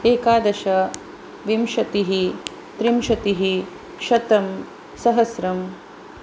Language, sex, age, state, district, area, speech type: Sanskrit, female, 45-60, Maharashtra, Pune, urban, spontaneous